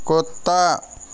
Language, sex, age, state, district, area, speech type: Hindi, male, 18-30, Rajasthan, Karauli, rural, read